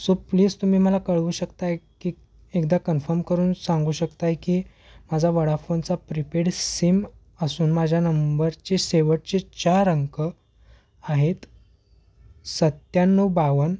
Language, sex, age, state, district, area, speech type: Marathi, male, 18-30, Maharashtra, Kolhapur, urban, spontaneous